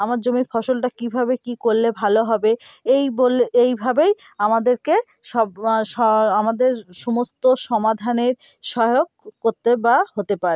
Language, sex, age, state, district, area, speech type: Bengali, female, 18-30, West Bengal, North 24 Parganas, rural, spontaneous